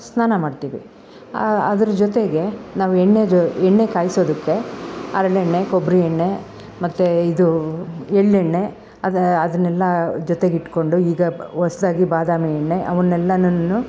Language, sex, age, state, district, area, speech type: Kannada, female, 45-60, Karnataka, Bangalore Rural, rural, spontaneous